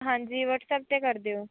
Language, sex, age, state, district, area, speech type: Punjabi, female, 18-30, Punjab, Shaheed Bhagat Singh Nagar, rural, conversation